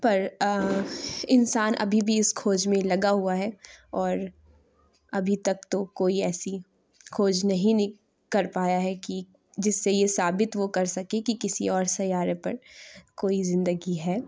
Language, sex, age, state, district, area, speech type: Urdu, female, 18-30, Uttar Pradesh, Lucknow, rural, spontaneous